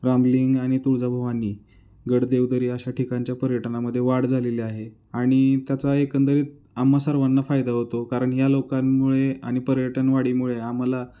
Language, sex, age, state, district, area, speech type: Marathi, male, 30-45, Maharashtra, Osmanabad, rural, spontaneous